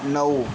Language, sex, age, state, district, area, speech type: Marathi, male, 60+, Maharashtra, Yavatmal, urban, read